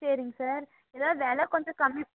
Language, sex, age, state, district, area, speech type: Tamil, female, 18-30, Tamil Nadu, Coimbatore, rural, conversation